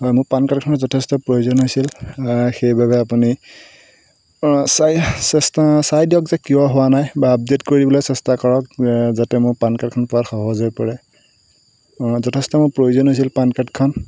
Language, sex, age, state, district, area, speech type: Assamese, male, 18-30, Assam, Golaghat, urban, spontaneous